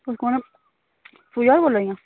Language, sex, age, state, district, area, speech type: Dogri, female, 30-45, Jammu and Kashmir, Udhampur, rural, conversation